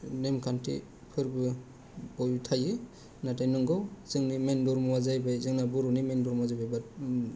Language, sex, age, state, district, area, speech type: Bodo, male, 30-45, Assam, Kokrajhar, rural, spontaneous